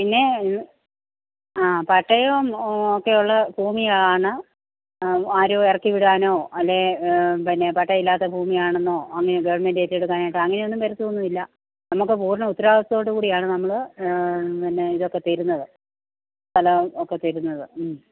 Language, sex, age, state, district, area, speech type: Malayalam, female, 45-60, Kerala, Pathanamthitta, rural, conversation